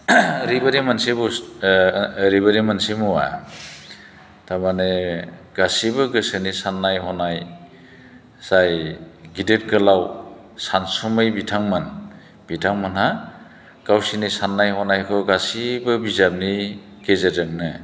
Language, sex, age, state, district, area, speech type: Bodo, male, 60+, Assam, Chirang, urban, spontaneous